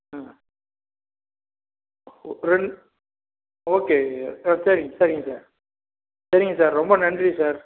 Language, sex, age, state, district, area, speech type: Tamil, male, 45-60, Tamil Nadu, Salem, rural, conversation